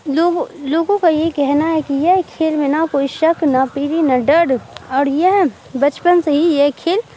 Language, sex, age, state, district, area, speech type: Urdu, female, 30-45, Bihar, Supaul, rural, spontaneous